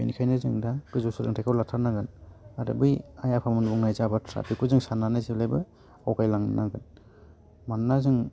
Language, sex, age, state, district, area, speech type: Bodo, male, 18-30, Assam, Udalguri, rural, spontaneous